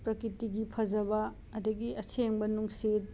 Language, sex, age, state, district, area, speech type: Manipuri, female, 30-45, Manipur, Imphal West, urban, spontaneous